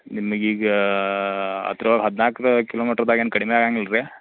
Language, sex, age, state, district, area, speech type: Kannada, male, 30-45, Karnataka, Belgaum, rural, conversation